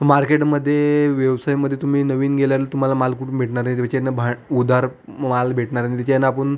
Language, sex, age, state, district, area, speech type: Marathi, male, 30-45, Maharashtra, Amravati, rural, spontaneous